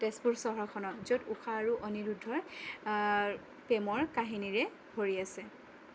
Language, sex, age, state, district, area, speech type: Assamese, female, 30-45, Assam, Sonitpur, rural, spontaneous